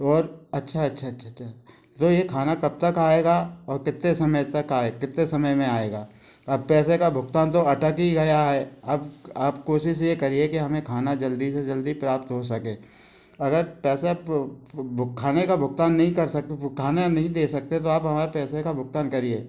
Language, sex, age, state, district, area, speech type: Hindi, male, 45-60, Madhya Pradesh, Gwalior, urban, spontaneous